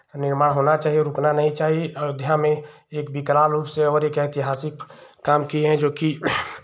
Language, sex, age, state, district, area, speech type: Hindi, male, 30-45, Uttar Pradesh, Chandauli, urban, spontaneous